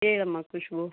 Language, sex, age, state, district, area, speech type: Kannada, female, 30-45, Karnataka, Chikkaballapur, urban, conversation